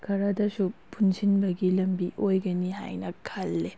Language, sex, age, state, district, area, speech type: Manipuri, female, 18-30, Manipur, Kakching, rural, spontaneous